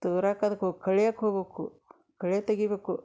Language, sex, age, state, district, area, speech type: Kannada, female, 60+, Karnataka, Gadag, urban, spontaneous